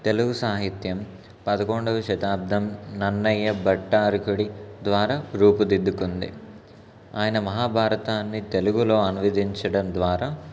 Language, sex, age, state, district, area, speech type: Telugu, male, 18-30, Telangana, Warangal, urban, spontaneous